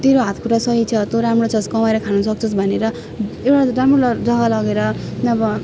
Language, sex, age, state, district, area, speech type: Nepali, female, 18-30, West Bengal, Jalpaiguri, rural, spontaneous